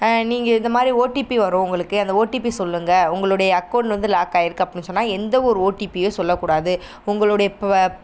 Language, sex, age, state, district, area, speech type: Tamil, female, 18-30, Tamil Nadu, Sivaganga, rural, spontaneous